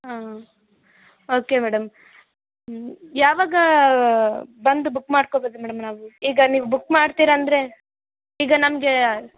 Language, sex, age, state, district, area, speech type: Kannada, female, 18-30, Karnataka, Bellary, urban, conversation